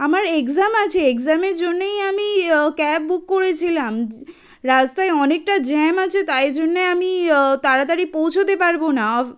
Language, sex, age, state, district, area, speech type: Bengali, female, 18-30, West Bengal, Kolkata, urban, spontaneous